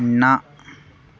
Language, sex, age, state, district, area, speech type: Sanskrit, male, 18-30, Odisha, Bargarh, rural, read